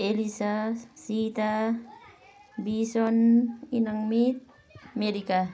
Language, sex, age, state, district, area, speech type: Nepali, female, 45-60, West Bengal, Kalimpong, rural, spontaneous